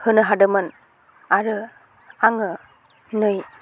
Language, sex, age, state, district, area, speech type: Bodo, female, 18-30, Assam, Udalguri, urban, spontaneous